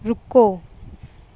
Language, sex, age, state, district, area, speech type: Punjabi, female, 18-30, Punjab, Rupnagar, urban, read